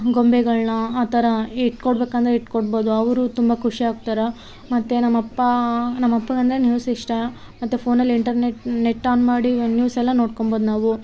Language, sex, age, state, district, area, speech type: Kannada, female, 30-45, Karnataka, Vijayanagara, rural, spontaneous